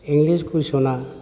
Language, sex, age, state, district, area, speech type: Bodo, male, 45-60, Assam, Udalguri, urban, spontaneous